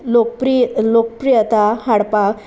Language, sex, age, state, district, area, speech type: Goan Konkani, female, 30-45, Goa, Sanguem, rural, spontaneous